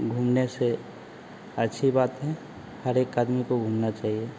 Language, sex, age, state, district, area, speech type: Hindi, male, 30-45, Bihar, Vaishali, urban, spontaneous